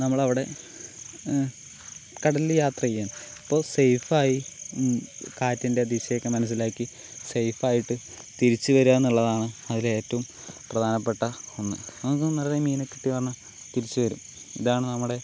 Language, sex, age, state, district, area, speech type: Malayalam, male, 45-60, Kerala, Palakkad, rural, spontaneous